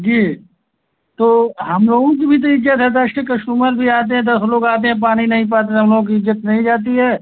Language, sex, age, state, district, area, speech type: Hindi, male, 18-30, Uttar Pradesh, Azamgarh, rural, conversation